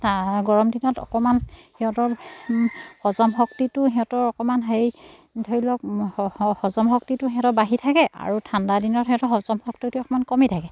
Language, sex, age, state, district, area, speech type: Assamese, female, 30-45, Assam, Charaideo, rural, spontaneous